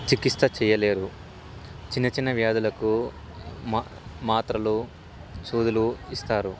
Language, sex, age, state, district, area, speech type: Telugu, male, 18-30, Andhra Pradesh, Sri Satya Sai, rural, spontaneous